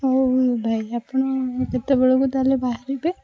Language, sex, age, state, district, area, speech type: Odia, female, 45-60, Odisha, Puri, urban, spontaneous